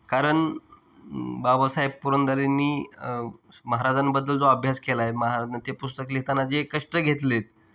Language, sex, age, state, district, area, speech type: Marathi, male, 30-45, Maharashtra, Osmanabad, rural, spontaneous